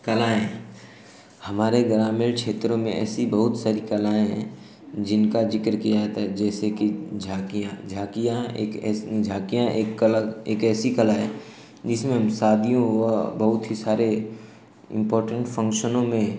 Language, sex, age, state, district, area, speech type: Hindi, male, 18-30, Uttar Pradesh, Ghazipur, rural, spontaneous